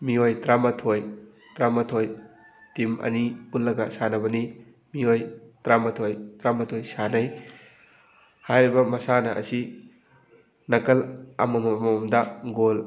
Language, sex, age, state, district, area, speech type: Manipuri, male, 18-30, Manipur, Thoubal, rural, spontaneous